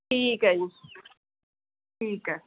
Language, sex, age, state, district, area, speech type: Punjabi, female, 45-60, Punjab, Fazilka, rural, conversation